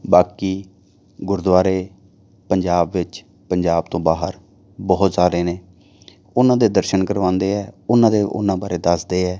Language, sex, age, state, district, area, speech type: Punjabi, male, 30-45, Punjab, Amritsar, urban, spontaneous